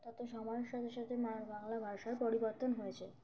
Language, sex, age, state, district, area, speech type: Bengali, female, 18-30, West Bengal, Birbhum, urban, spontaneous